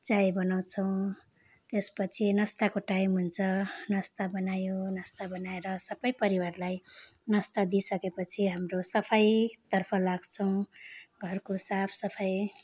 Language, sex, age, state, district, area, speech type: Nepali, female, 30-45, West Bengal, Darjeeling, rural, spontaneous